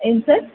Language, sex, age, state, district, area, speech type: Kannada, female, 45-60, Karnataka, Ramanagara, rural, conversation